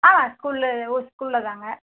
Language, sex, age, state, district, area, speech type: Tamil, female, 45-60, Tamil Nadu, Dharmapuri, urban, conversation